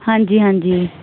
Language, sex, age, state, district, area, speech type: Punjabi, female, 18-30, Punjab, Muktsar, urban, conversation